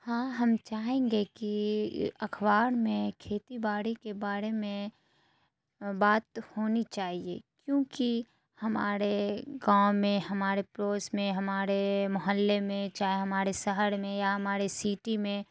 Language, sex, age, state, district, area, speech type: Urdu, female, 18-30, Bihar, Saharsa, rural, spontaneous